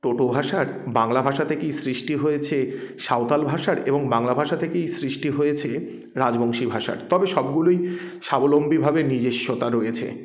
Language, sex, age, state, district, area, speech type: Bengali, male, 30-45, West Bengal, Jalpaiguri, rural, spontaneous